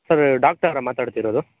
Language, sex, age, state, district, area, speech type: Kannada, male, 45-60, Karnataka, Chikkaballapur, urban, conversation